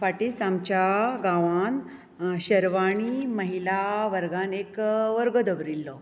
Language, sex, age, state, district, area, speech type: Goan Konkani, female, 45-60, Goa, Bardez, rural, spontaneous